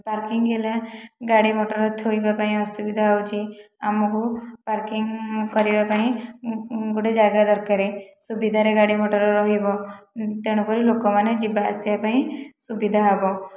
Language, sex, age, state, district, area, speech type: Odia, female, 30-45, Odisha, Khordha, rural, spontaneous